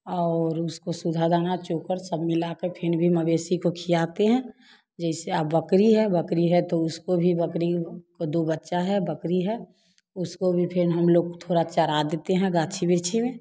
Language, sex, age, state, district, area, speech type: Hindi, female, 30-45, Bihar, Samastipur, rural, spontaneous